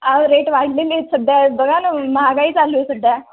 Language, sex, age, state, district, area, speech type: Marathi, female, 18-30, Maharashtra, Hingoli, urban, conversation